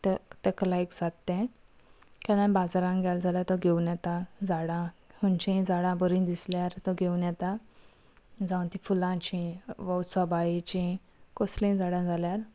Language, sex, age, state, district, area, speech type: Goan Konkani, female, 30-45, Goa, Quepem, rural, spontaneous